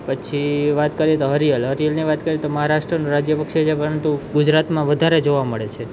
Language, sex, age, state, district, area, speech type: Gujarati, male, 18-30, Gujarat, Junagadh, urban, spontaneous